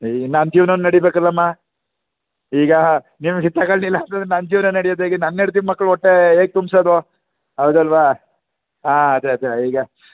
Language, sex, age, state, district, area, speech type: Kannada, male, 45-60, Karnataka, Chamarajanagar, rural, conversation